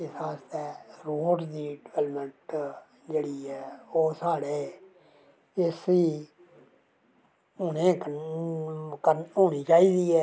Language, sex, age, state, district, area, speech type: Dogri, male, 60+, Jammu and Kashmir, Reasi, rural, spontaneous